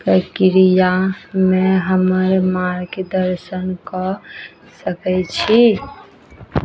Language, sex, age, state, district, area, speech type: Maithili, female, 18-30, Bihar, Araria, rural, read